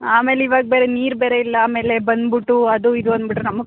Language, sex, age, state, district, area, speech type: Kannada, female, 18-30, Karnataka, Kodagu, rural, conversation